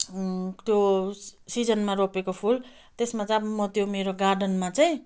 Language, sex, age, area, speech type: Nepali, female, 30-45, rural, spontaneous